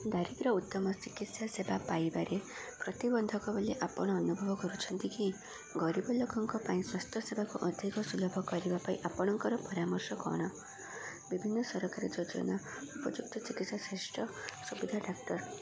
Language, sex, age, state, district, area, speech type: Odia, female, 18-30, Odisha, Koraput, urban, spontaneous